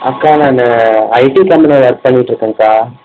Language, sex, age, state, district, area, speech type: Tamil, male, 18-30, Tamil Nadu, Erode, rural, conversation